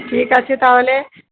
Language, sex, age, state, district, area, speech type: Bengali, female, 45-60, West Bengal, South 24 Parganas, urban, conversation